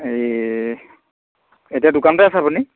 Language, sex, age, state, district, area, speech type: Assamese, male, 45-60, Assam, Sivasagar, rural, conversation